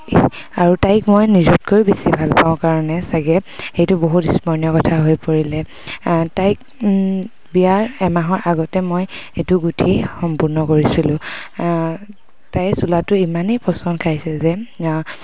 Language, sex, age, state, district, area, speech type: Assamese, female, 18-30, Assam, Dhemaji, urban, spontaneous